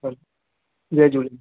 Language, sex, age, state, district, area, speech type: Sindhi, male, 18-30, Maharashtra, Mumbai Suburban, urban, conversation